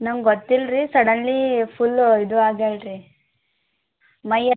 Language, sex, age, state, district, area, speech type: Kannada, female, 18-30, Karnataka, Gulbarga, urban, conversation